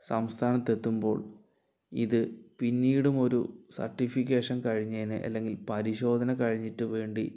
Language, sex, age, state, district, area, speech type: Malayalam, male, 60+, Kerala, Palakkad, rural, spontaneous